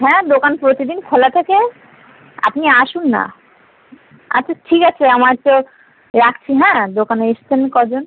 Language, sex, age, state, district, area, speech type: Bengali, female, 18-30, West Bengal, Dakshin Dinajpur, urban, conversation